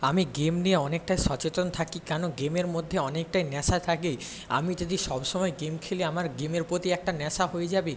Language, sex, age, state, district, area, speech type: Bengali, male, 18-30, West Bengal, Paschim Medinipur, rural, spontaneous